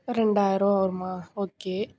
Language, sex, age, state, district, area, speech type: Tamil, female, 18-30, Tamil Nadu, Nagapattinam, rural, spontaneous